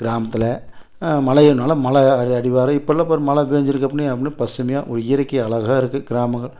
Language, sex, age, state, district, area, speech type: Tamil, male, 60+, Tamil Nadu, Erode, urban, spontaneous